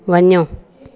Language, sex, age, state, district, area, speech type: Sindhi, female, 30-45, Gujarat, Junagadh, rural, read